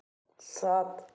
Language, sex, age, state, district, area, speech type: Hindi, female, 60+, Madhya Pradesh, Ujjain, urban, read